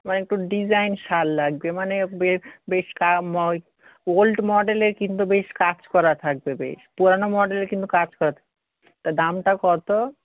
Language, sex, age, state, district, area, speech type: Bengali, male, 18-30, West Bengal, South 24 Parganas, rural, conversation